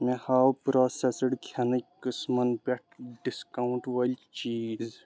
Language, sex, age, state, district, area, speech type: Kashmiri, male, 18-30, Jammu and Kashmir, Pulwama, urban, read